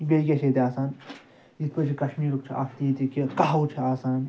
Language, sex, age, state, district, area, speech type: Kashmiri, male, 60+, Jammu and Kashmir, Ganderbal, urban, spontaneous